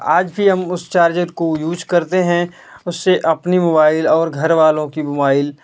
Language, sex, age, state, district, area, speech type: Hindi, male, 18-30, Uttar Pradesh, Ghazipur, rural, spontaneous